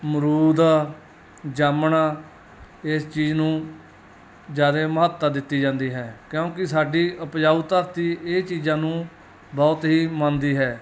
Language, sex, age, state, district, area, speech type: Punjabi, male, 30-45, Punjab, Mansa, urban, spontaneous